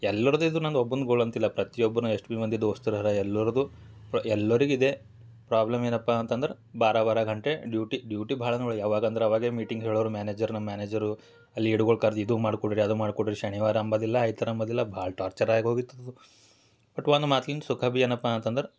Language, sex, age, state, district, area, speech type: Kannada, male, 18-30, Karnataka, Bidar, urban, spontaneous